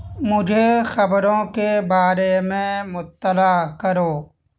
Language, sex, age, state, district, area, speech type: Urdu, male, 18-30, Bihar, Purnia, rural, read